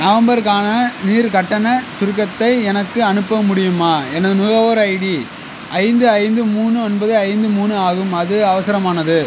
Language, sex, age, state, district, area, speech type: Tamil, male, 18-30, Tamil Nadu, Madurai, rural, read